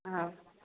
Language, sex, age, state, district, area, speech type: Manipuri, female, 45-60, Manipur, Kakching, rural, conversation